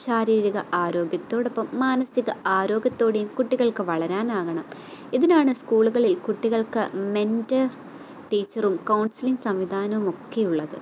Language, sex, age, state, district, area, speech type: Malayalam, female, 18-30, Kerala, Kottayam, rural, spontaneous